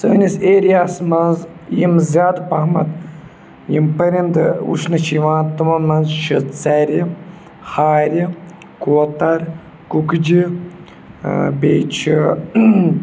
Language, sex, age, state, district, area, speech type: Kashmiri, male, 18-30, Jammu and Kashmir, Budgam, rural, spontaneous